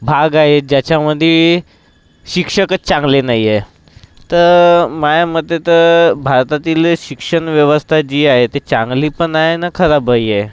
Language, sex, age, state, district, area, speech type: Marathi, male, 30-45, Maharashtra, Nagpur, rural, spontaneous